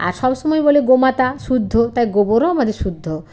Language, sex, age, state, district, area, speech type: Bengali, female, 45-60, West Bengal, Jalpaiguri, rural, spontaneous